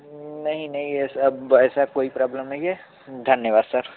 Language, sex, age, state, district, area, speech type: Hindi, male, 18-30, Uttar Pradesh, Varanasi, urban, conversation